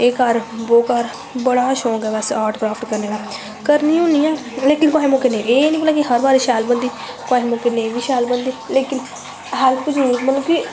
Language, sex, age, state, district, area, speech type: Dogri, female, 18-30, Jammu and Kashmir, Samba, rural, spontaneous